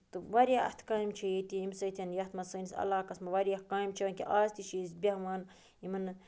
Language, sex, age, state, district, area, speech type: Kashmiri, female, 30-45, Jammu and Kashmir, Budgam, rural, spontaneous